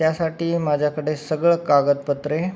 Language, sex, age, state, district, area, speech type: Marathi, male, 30-45, Maharashtra, Nanded, rural, spontaneous